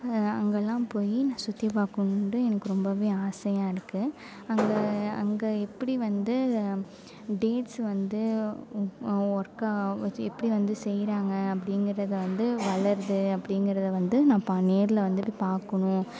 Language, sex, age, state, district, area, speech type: Tamil, female, 18-30, Tamil Nadu, Mayiladuthurai, urban, spontaneous